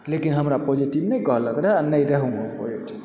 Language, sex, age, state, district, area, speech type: Maithili, male, 18-30, Bihar, Supaul, urban, spontaneous